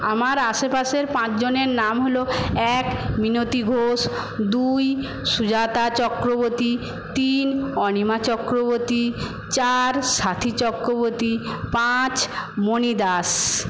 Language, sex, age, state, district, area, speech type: Bengali, female, 45-60, West Bengal, Paschim Medinipur, rural, spontaneous